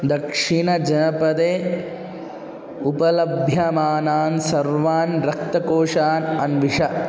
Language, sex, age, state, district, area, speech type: Sanskrit, male, 18-30, Andhra Pradesh, Kadapa, urban, read